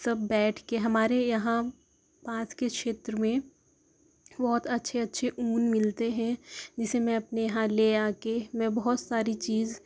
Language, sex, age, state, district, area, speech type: Urdu, female, 18-30, Uttar Pradesh, Mirzapur, rural, spontaneous